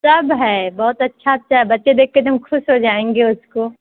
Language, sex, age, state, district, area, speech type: Hindi, female, 45-60, Uttar Pradesh, Azamgarh, rural, conversation